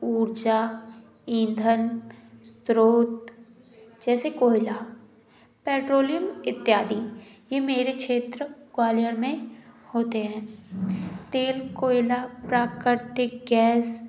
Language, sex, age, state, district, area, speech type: Hindi, female, 18-30, Madhya Pradesh, Gwalior, urban, spontaneous